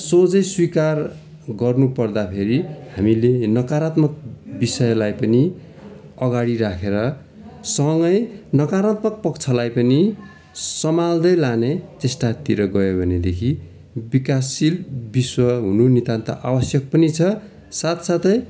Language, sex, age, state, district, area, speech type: Nepali, male, 45-60, West Bengal, Darjeeling, rural, spontaneous